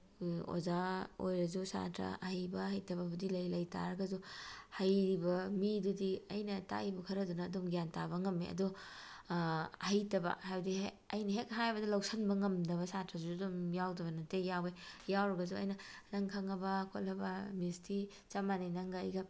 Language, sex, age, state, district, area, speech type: Manipuri, female, 45-60, Manipur, Bishnupur, rural, spontaneous